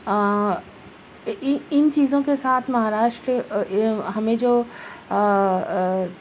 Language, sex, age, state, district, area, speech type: Urdu, female, 30-45, Maharashtra, Nashik, urban, spontaneous